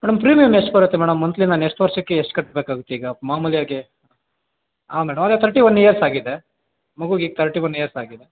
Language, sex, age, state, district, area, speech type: Kannada, male, 60+, Karnataka, Kolar, rural, conversation